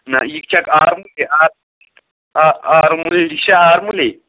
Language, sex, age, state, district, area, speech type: Kashmiri, male, 18-30, Jammu and Kashmir, Pulwama, urban, conversation